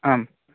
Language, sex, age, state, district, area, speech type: Sanskrit, male, 18-30, Odisha, Balangir, rural, conversation